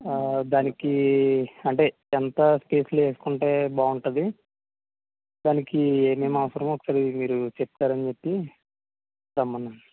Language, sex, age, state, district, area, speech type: Telugu, male, 18-30, Andhra Pradesh, N T Rama Rao, urban, conversation